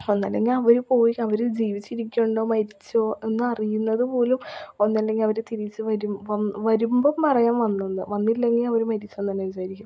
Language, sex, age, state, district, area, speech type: Malayalam, female, 18-30, Kerala, Ernakulam, rural, spontaneous